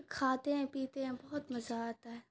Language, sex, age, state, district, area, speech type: Urdu, female, 18-30, Bihar, Khagaria, rural, spontaneous